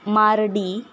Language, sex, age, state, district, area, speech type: Marathi, female, 18-30, Maharashtra, Satara, rural, spontaneous